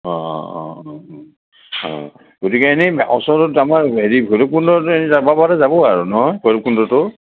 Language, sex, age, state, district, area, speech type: Assamese, male, 60+, Assam, Udalguri, urban, conversation